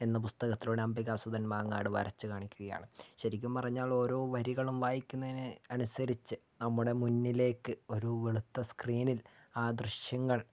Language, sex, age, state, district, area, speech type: Malayalam, male, 18-30, Kerala, Wayanad, rural, spontaneous